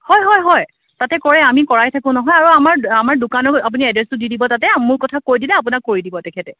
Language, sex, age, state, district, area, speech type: Assamese, female, 18-30, Assam, Golaghat, rural, conversation